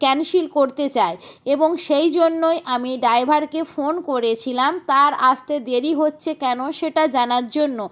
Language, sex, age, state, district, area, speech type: Bengali, female, 45-60, West Bengal, Purba Medinipur, rural, spontaneous